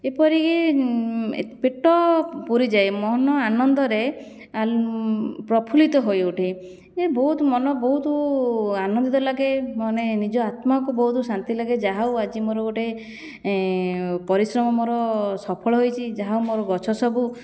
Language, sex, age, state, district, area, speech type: Odia, female, 30-45, Odisha, Jajpur, rural, spontaneous